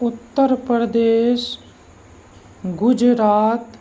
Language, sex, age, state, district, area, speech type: Urdu, male, 18-30, Uttar Pradesh, Gautam Buddha Nagar, urban, spontaneous